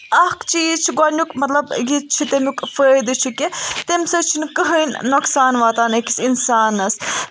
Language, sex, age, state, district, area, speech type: Kashmiri, female, 18-30, Jammu and Kashmir, Budgam, rural, spontaneous